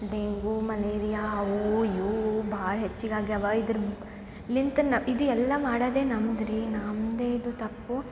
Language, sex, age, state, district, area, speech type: Kannada, female, 18-30, Karnataka, Gulbarga, urban, spontaneous